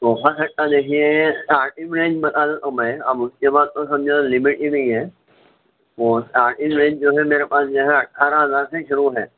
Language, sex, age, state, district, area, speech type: Urdu, male, 45-60, Telangana, Hyderabad, urban, conversation